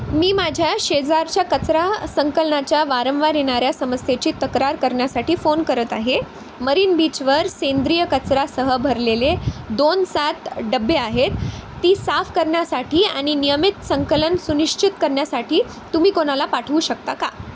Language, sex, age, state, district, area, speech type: Marathi, female, 18-30, Maharashtra, Nanded, rural, read